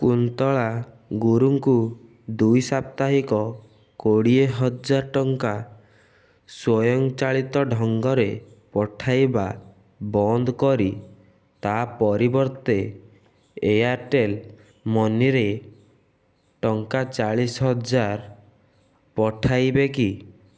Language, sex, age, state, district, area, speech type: Odia, male, 18-30, Odisha, Kendujhar, urban, read